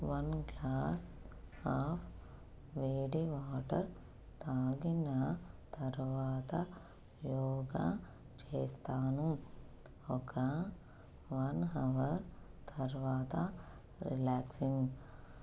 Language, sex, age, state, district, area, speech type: Telugu, female, 30-45, Telangana, Peddapalli, rural, spontaneous